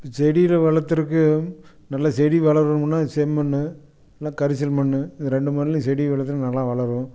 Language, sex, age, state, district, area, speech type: Tamil, male, 60+, Tamil Nadu, Coimbatore, urban, spontaneous